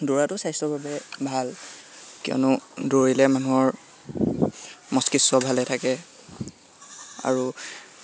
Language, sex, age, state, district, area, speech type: Assamese, male, 18-30, Assam, Lakhimpur, rural, spontaneous